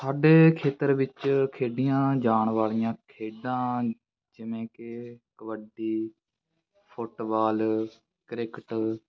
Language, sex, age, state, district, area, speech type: Punjabi, male, 18-30, Punjab, Fatehgarh Sahib, rural, spontaneous